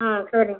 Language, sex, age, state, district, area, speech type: Tamil, female, 45-60, Tamil Nadu, Viluppuram, rural, conversation